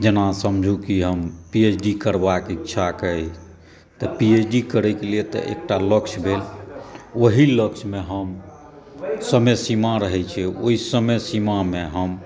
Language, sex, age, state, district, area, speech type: Maithili, male, 60+, Bihar, Saharsa, urban, spontaneous